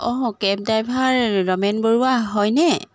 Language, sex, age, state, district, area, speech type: Assamese, female, 30-45, Assam, Jorhat, urban, spontaneous